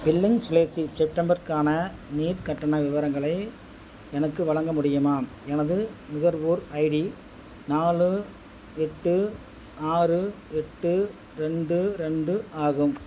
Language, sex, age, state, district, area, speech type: Tamil, male, 60+, Tamil Nadu, Madurai, rural, read